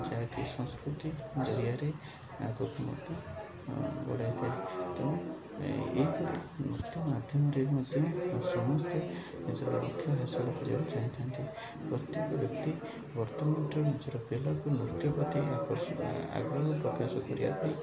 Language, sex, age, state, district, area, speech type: Odia, male, 45-60, Odisha, Koraput, urban, spontaneous